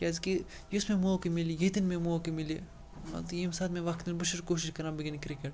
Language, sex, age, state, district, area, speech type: Kashmiri, male, 18-30, Jammu and Kashmir, Srinagar, rural, spontaneous